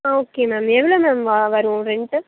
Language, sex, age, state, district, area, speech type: Tamil, male, 45-60, Tamil Nadu, Nagapattinam, rural, conversation